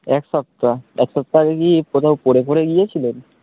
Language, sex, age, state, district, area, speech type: Bengali, male, 18-30, West Bengal, Darjeeling, urban, conversation